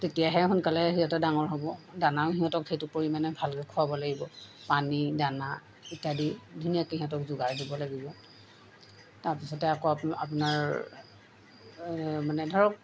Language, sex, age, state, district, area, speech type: Assamese, female, 45-60, Assam, Golaghat, urban, spontaneous